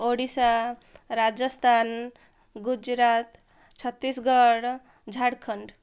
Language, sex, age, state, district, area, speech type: Odia, female, 18-30, Odisha, Ganjam, urban, spontaneous